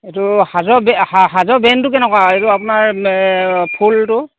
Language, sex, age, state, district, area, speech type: Assamese, male, 30-45, Assam, Golaghat, rural, conversation